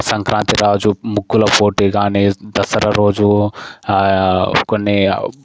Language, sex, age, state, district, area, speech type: Telugu, male, 18-30, Telangana, Sangareddy, rural, spontaneous